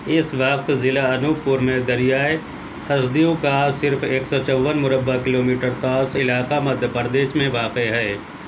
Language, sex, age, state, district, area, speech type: Urdu, male, 60+, Uttar Pradesh, Shahjahanpur, rural, read